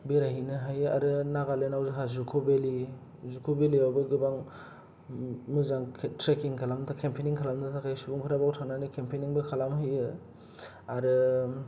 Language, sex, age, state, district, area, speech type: Bodo, male, 18-30, Assam, Kokrajhar, rural, spontaneous